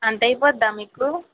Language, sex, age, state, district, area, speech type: Telugu, female, 30-45, Andhra Pradesh, East Godavari, rural, conversation